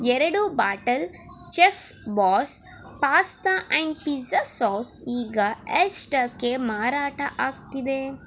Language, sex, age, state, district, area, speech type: Kannada, female, 18-30, Karnataka, Chamarajanagar, rural, read